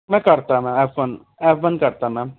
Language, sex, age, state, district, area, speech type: Punjabi, male, 30-45, Punjab, Ludhiana, urban, conversation